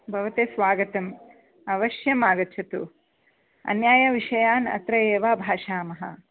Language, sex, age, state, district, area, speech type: Sanskrit, female, 30-45, Karnataka, Dakshina Kannada, urban, conversation